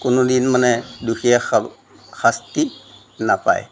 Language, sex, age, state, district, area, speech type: Assamese, male, 45-60, Assam, Jorhat, urban, spontaneous